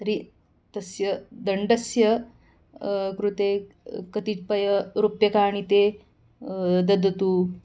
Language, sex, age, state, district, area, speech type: Sanskrit, female, 30-45, Karnataka, Bangalore Urban, urban, spontaneous